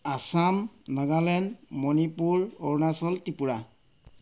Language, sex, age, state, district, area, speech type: Assamese, male, 30-45, Assam, Sivasagar, rural, spontaneous